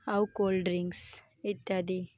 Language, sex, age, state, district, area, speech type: Odia, female, 18-30, Odisha, Malkangiri, urban, spontaneous